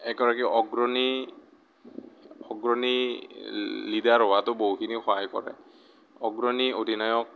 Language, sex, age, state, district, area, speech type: Assamese, male, 30-45, Assam, Morigaon, rural, spontaneous